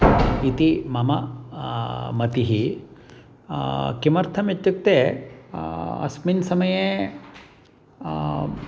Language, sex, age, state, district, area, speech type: Sanskrit, male, 60+, Karnataka, Mysore, urban, spontaneous